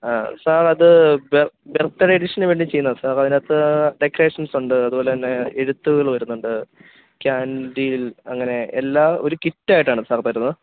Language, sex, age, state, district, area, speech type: Malayalam, male, 30-45, Kerala, Idukki, rural, conversation